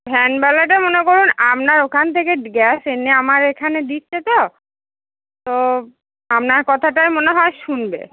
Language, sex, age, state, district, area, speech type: Bengali, female, 30-45, West Bengal, Cooch Behar, rural, conversation